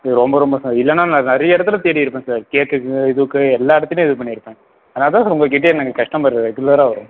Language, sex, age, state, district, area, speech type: Tamil, male, 18-30, Tamil Nadu, Sivaganga, rural, conversation